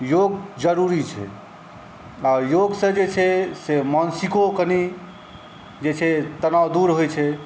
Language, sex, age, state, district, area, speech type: Maithili, male, 30-45, Bihar, Saharsa, rural, spontaneous